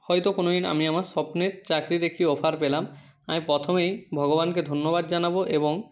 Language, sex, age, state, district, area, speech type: Bengali, male, 60+, West Bengal, Purba Medinipur, rural, spontaneous